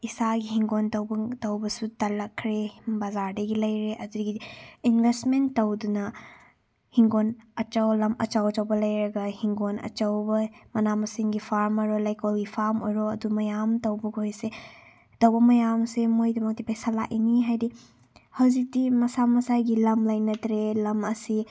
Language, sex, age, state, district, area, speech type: Manipuri, female, 18-30, Manipur, Chandel, rural, spontaneous